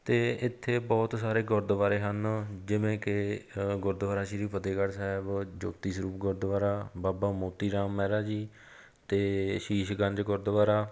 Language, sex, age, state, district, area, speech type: Punjabi, male, 30-45, Punjab, Fatehgarh Sahib, rural, spontaneous